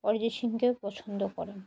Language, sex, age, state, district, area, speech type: Bengali, female, 18-30, West Bengal, Murshidabad, urban, spontaneous